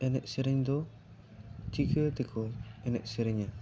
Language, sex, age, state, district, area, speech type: Santali, male, 18-30, West Bengal, Bankura, rural, spontaneous